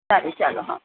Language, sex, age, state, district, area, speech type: Gujarati, female, 18-30, Gujarat, Surat, urban, conversation